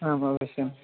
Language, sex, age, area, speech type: Sanskrit, male, 18-30, rural, conversation